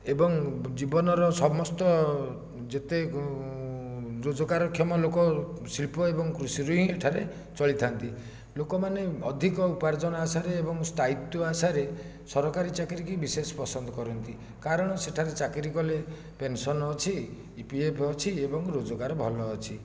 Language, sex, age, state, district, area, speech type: Odia, male, 60+, Odisha, Jajpur, rural, spontaneous